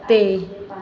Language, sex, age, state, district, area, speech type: Punjabi, female, 30-45, Punjab, Bathinda, rural, read